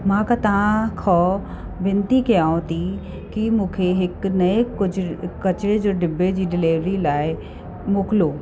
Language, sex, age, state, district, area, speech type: Sindhi, female, 45-60, Uttar Pradesh, Lucknow, urban, spontaneous